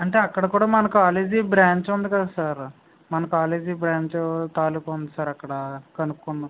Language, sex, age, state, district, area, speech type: Telugu, male, 18-30, Andhra Pradesh, West Godavari, rural, conversation